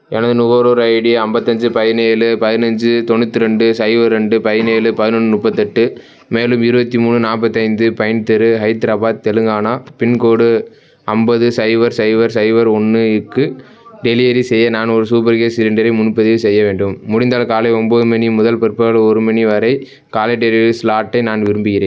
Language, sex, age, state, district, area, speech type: Tamil, male, 18-30, Tamil Nadu, Perambalur, urban, read